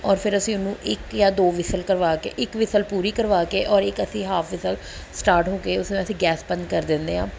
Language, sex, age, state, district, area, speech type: Punjabi, female, 45-60, Punjab, Pathankot, urban, spontaneous